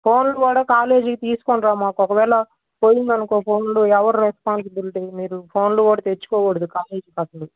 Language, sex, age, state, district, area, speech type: Telugu, male, 18-30, Andhra Pradesh, Guntur, urban, conversation